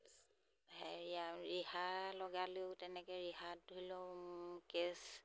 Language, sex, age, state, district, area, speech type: Assamese, female, 45-60, Assam, Sivasagar, rural, spontaneous